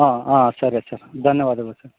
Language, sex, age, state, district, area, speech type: Kannada, male, 45-60, Karnataka, Bellary, rural, conversation